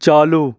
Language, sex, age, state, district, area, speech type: Hindi, male, 45-60, Madhya Pradesh, Bhopal, urban, read